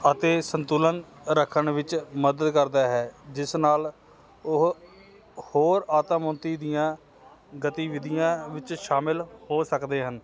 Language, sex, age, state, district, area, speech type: Punjabi, male, 30-45, Punjab, Hoshiarpur, urban, spontaneous